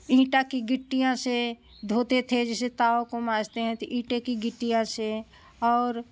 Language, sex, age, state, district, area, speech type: Hindi, female, 60+, Uttar Pradesh, Prayagraj, urban, spontaneous